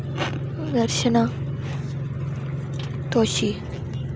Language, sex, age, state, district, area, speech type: Dogri, female, 18-30, Jammu and Kashmir, Udhampur, rural, spontaneous